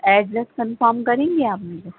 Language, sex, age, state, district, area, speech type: Urdu, female, 30-45, Delhi, North East Delhi, urban, conversation